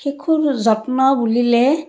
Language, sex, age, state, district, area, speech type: Assamese, female, 60+, Assam, Barpeta, rural, spontaneous